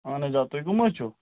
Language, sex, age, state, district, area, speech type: Kashmiri, male, 18-30, Jammu and Kashmir, Ganderbal, rural, conversation